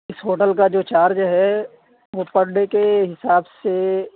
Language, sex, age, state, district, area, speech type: Urdu, female, 30-45, Delhi, South Delhi, rural, conversation